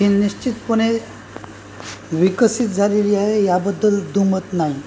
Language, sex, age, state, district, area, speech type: Marathi, male, 45-60, Maharashtra, Nanded, urban, spontaneous